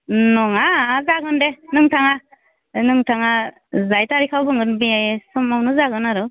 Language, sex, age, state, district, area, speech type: Bodo, female, 30-45, Assam, Udalguri, urban, conversation